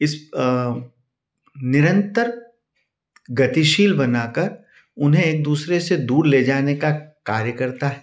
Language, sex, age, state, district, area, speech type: Hindi, male, 45-60, Madhya Pradesh, Ujjain, urban, spontaneous